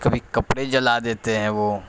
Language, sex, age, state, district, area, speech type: Urdu, male, 30-45, Uttar Pradesh, Gautam Buddha Nagar, urban, spontaneous